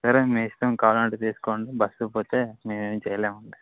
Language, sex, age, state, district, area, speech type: Telugu, male, 18-30, Andhra Pradesh, Anantapur, urban, conversation